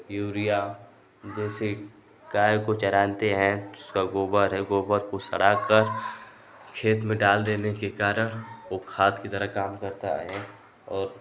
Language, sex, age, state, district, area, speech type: Hindi, male, 18-30, Uttar Pradesh, Ghazipur, urban, spontaneous